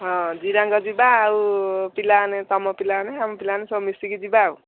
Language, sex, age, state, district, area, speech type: Odia, female, 45-60, Odisha, Gajapati, rural, conversation